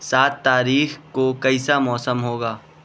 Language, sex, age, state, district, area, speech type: Urdu, male, 18-30, Delhi, East Delhi, urban, read